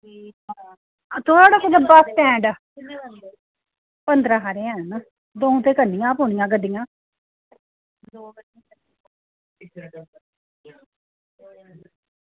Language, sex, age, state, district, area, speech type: Dogri, female, 30-45, Jammu and Kashmir, Reasi, rural, conversation